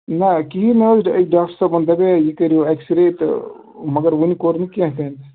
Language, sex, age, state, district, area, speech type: Kashmiri, male, 30-45, Jammu and Kashmir, Ganderbal, rural, conversation